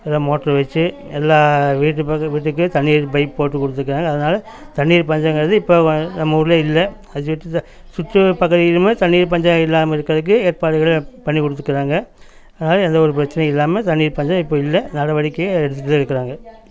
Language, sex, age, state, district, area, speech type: Tamil, male, 45-60, Tamil Nadu, Coimbatore, rural, spontaneous